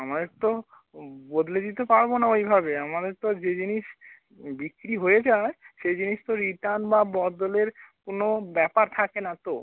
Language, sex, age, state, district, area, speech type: Bengali, male, 30-45, West Bengal, North 24 Parganas, urban, conversation